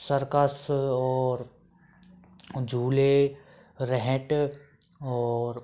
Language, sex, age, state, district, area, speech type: Hindi, male, 18-30, Rajasthan, Bharatpur, rural, spontaneous